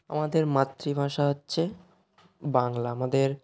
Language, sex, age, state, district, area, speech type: Bengali, male, 18-30, West Bengal, Hooghly, urban, spontaneous